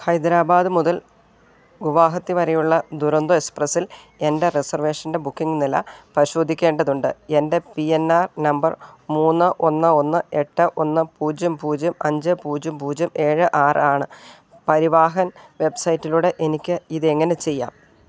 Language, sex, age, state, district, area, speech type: Malayalam, female, 45-60, Kerala, Idukki, rural, read